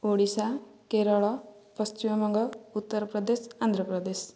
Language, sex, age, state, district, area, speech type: Odia, female, 18-30, Odisha, Nayagarh, rural, spontaneous